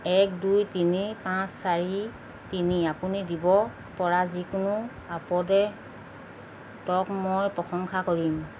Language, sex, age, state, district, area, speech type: Assamese, female, 45-60, Assam, Golaghat, urban, read